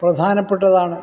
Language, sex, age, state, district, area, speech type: Malayalam, male, 60+, Kerala, Kollam, rural, spontaneous